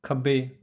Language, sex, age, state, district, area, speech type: Punjabi, male, 18-30, Punjab, Rupnagar, rural, read